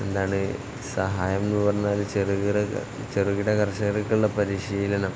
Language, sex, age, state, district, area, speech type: Malayalam, male, 18-30, Kerala, Kozhikode, rural, spontaneous